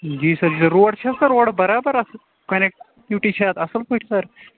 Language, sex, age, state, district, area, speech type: Kashmiri, male, 18-30, Jammu and Kashmir, Shopian, rural, conversation